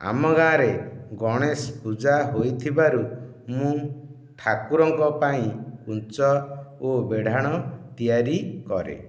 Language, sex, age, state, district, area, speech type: Odia, male, 60+, Odisha, Nayagarh, rural, spontaneous